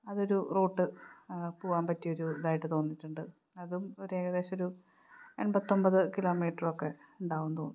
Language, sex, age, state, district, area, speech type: Malayalam, female, 30-45, Kerala, Palakkad, rural, spontaneous